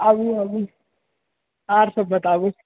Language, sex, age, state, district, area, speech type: Maithili, male, 45-60, Bihar, Purnia, rural, conversation